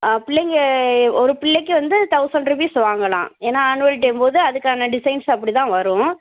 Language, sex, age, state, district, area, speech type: Tamil, female, 30-45, Tamil Nadu, Sivaganga, rural, conversation